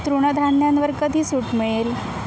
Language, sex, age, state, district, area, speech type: Marathi, female, 18-30, Maharashtra, Sindhudurg, rural, read